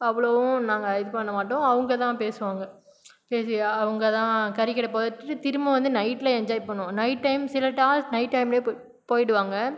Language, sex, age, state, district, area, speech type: Tamil, female, 30-45, Tamil Nadu, Cuddalore, rural, spontaneous